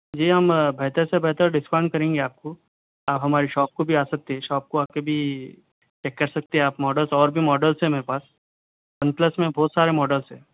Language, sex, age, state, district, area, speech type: Urdu, male, 30-45, Telangana, Hyderabad, urban, conversation